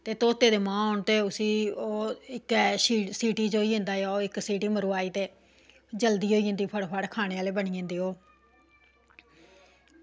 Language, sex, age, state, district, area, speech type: Dogri, female, 45-60, Jammu and Kashmir, Samba, rural, spontaneous